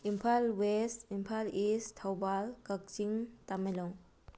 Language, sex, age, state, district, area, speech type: Manipuri, female, 45-60, Manipur, Bishnupur, rural, spontaneous